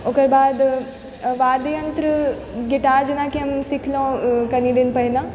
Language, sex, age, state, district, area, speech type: Maithili, female, 18-30, Bihar, Supaul, urban, spontaneous